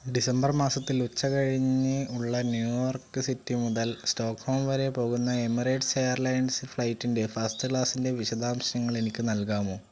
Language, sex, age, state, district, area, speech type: Malayalam, male, 18-30, Kerala, Wayanad, rural, read